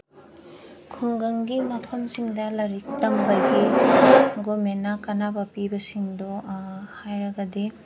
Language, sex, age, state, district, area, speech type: Manipuri, female, 18-30, Manipur, Kakching, rural, spontaneous